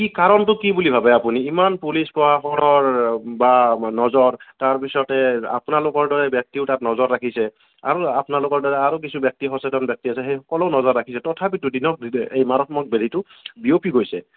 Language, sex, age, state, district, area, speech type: Assamese, male, 30-45, Assam, Kamrup Metropolitan, urban, conversation